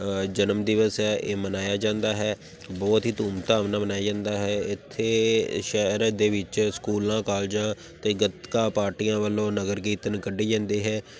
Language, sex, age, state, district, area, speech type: Punjabi, male, 30-45, Punjab, Tarn Taran, urban, spontaneous